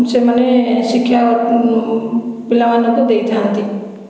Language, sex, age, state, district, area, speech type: Odia, female, 60+, Odisha, Khordha, rural, spontaneous